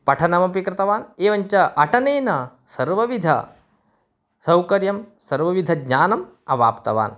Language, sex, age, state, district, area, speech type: Sanskrit, male, 30-45, Karnataka, Uttara Kannada, rural, spontaneous